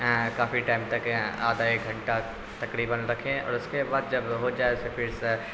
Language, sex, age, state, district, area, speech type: Urdu, male, 18-30, Bihar, Darbhanga, urban, spontaneous